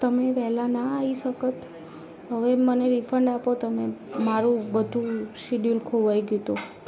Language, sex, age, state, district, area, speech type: Gujarati, female, 18-30, Gujarat, Ahmedabad, urban, spontaneous